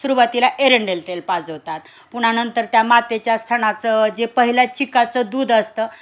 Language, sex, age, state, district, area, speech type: Marathi, female, 45-60, Maharashtra, Osmanabad, rural, spontaneous